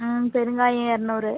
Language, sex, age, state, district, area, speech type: Tamil, female, 45-60, Tamil Nadu, Cuddalore, rural, conversation